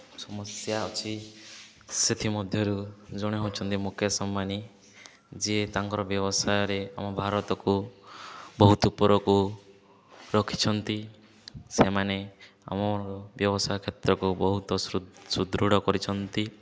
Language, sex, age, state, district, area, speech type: Odia, male, 18-30, Odisha, Subarnapur, urban, spontaneous